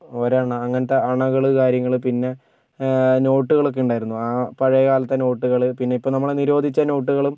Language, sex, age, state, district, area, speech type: Malayalam, male, 18-30, Kerala, Kozhikode, urban, spontaneous